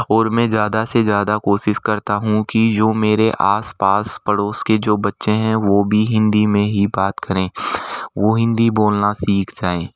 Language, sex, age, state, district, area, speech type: Hindi, male, 18-30, Rajasthan, Jaipur, urban, spontaneous